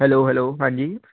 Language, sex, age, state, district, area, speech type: Punjabi, male, 18-30, Punjab, Hoshiarpur, rural, conversation